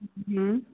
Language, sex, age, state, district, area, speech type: Sindhi, female, 18-30, Delhi, South Delhi, urban, conversation